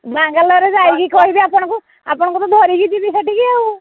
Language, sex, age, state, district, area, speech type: Odia, female, 45-60, Odisha, Angul, rural, conversation